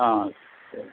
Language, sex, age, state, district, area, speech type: Tamil, male, 60+, Tamil Nadu, Vellore, rural, conversation